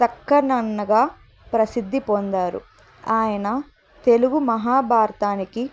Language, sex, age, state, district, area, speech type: Telugu, female, 18-30, Andhra Pradesh, Annamaya, rural, spontaneous